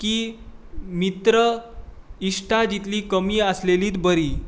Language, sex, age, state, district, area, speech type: Goan Konkani, male, 18-30, Goa, Tiswadi, rural, spontaneous